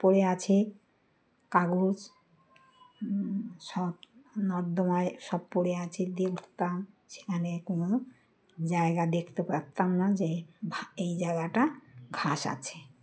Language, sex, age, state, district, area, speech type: Bengali, female, 60+, West Bengal, Uttar Dinajpur, urban, spontaneous